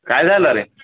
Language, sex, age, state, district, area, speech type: Marathi, male, 18-30, Maharashtra, Hingoli, urban, conversation